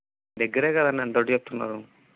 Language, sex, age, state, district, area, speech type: Telugu, male, 18-30, Andhra Pradesh, Kadapa, rural, conversation